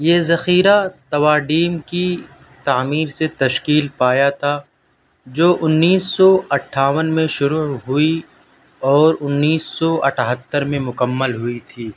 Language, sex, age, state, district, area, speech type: Urdu, male, 18-30, Delhi, South Delhi, urban, read